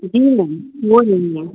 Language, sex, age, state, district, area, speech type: Hindi, female, 45-60, Uttar Pradesh, Sitapur, rural, conversation